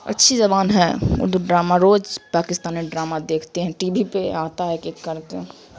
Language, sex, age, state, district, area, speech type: Urdu, female, 18-30, Bihar, Khagaria, rural, spontaneous